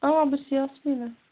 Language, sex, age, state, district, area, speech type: Kashmiri, female, 18-30, Jammu and Kashmir, Bandipora, rural, conversation